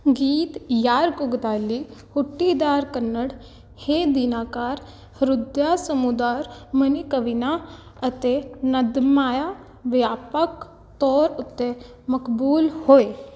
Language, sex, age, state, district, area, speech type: Punjabi, female, 18-30, Punjab, Kapurthala, urban, read